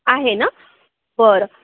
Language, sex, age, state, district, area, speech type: Marathi, female, 45-60, Maharashtra, Akola, urban, conversation